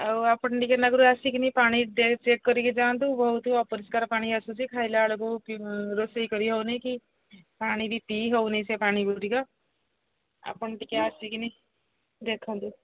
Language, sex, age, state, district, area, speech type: Odia, female, 60+, Odisha, Gajapati, rural, conversation